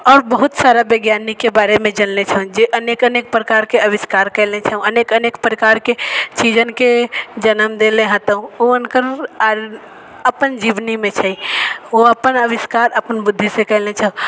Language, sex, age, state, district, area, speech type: Maithili, female, 45-60, Bihar, Sitamarhi, rural, spontaneous